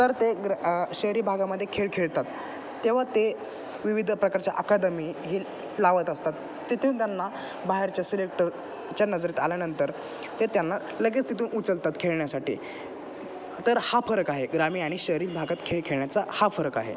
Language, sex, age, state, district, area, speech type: Marathi, male, 18-30, Maharashtra, Ahmednagar, rural, spontaneous